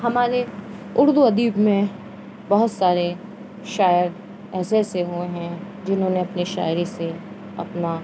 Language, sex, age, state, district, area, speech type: Urdu, female, 30-45, Uttar Pradesh, Muzaffarnagar, urban, spontaneous